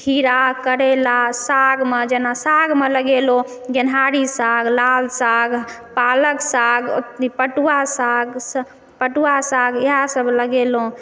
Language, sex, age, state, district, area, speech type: Maithili, female, 30-45, Bihar, Madhubani, urban, spontaneous